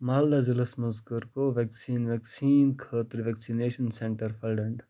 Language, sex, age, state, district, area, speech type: Kashmiri, male, 18-30, Jammu and Kashmir, Bandipora, rural, read